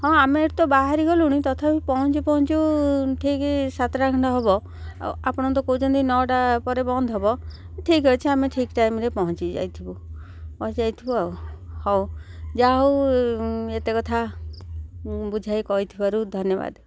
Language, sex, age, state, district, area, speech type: Odia, female, 45-60, Odisha, Kendrapara, urban, spontaneous